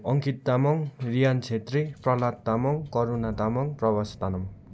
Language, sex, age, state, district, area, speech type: Nepali, male, 18-30, West Bengal, Darjeeling, rural, spontaneous